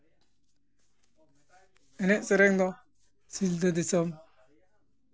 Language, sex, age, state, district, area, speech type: Santali, male, 45-60, West Bengal, Jhargram, rural, spontaneous